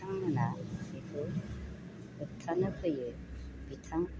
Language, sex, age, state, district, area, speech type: Bodo, female, 45-60, Assam, Baksa, rural, spontaneous